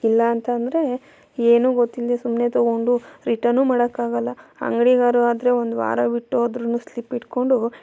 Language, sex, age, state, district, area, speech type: Kannada, female, 30-45, Karnataka, Mandya, rural, spontaneous